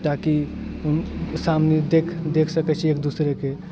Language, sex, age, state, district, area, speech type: Maithili, male, 18-30, Bihar, Sitamarhi, rural, spontaneous